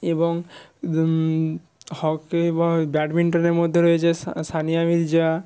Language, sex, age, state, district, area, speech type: Bengali, male, 60+, West Bengal, Jhargram, rural, spontaneous